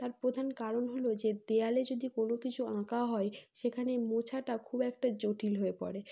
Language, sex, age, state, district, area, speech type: Bengali, female, 18-30, West Bengal, North 24 Parganas, urban, spontaneous